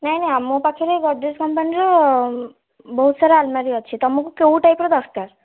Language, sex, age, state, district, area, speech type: Odia, female, 18-30, Odisha, Kalahandi, rural, conversation